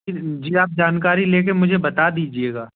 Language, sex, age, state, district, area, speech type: Hindi, male, 18-30, Madhya Pradesh, Gwalior, urban, conversation